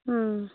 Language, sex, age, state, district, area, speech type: Tamil, female, 30-45, Tamil Nadu, Tiruvannamalai, rural, conversation